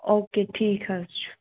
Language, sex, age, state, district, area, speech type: Kashmiri, female, 30-45, Jammu and Kashmir, Baramulla, rural, conversation